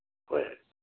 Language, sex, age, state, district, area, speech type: Manipuri, male, 60+, Manipur, Churachandpur, urban, conversation